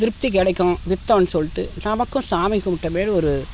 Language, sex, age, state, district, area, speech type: Tamil, female, 60+, Tamil Nadu, Tiruvannamalai, rural, spontaneous